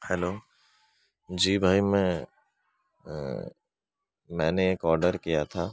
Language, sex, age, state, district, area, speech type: Urdu, male, 18-30, Uttar Pradesh, Gautam Buddha Nagar, urban, spontaneous